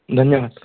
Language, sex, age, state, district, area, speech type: Marathi, male, 18-30, Maharashtra, Washim, urban, conversation